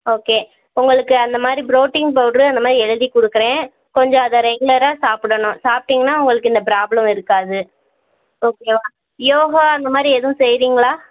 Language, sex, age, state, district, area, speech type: Tamil, female, 18-30, Tamil Nadu, Virudhunagar, rural, conversation